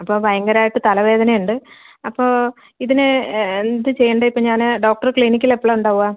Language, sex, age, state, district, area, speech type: Malayalam, female, 45-60, Kerala, Kasaragod, urban, conversation